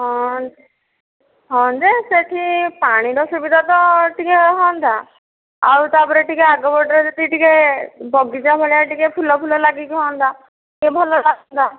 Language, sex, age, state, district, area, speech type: Odia, female, 18-30, Odisha, Nayagarh, rural, conversation